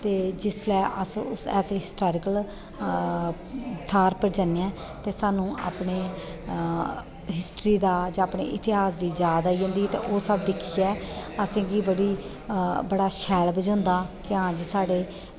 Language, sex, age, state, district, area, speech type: Dogri, female, 30-45, Jammu and Kashmir, Kathua, rural, spontaneous